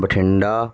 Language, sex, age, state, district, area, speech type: Punjabi, male, 30-45, Punjab, Mansa, urban, spontaneous